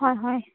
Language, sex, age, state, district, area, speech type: Assamese, female, 30-45, Assam, Dibrugarh, rural, conversation